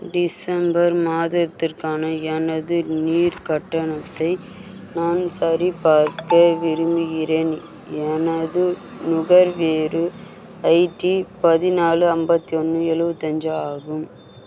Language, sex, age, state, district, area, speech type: Tamil, female, 30-45, Tamil Nadu, Vellore, urban, read